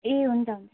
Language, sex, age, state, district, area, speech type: Nepali, female, 18-30, West Bengal, Kalimpong, rural, conversation